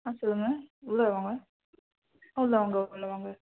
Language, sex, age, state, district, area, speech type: Tamil, female, 18-30, Tamil Nadu, Nagapattinam, rural, conversation